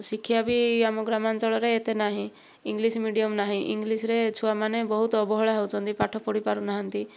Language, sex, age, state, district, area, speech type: Odia, female, 60+, Odisha, Kandhamal, rural, spontaneous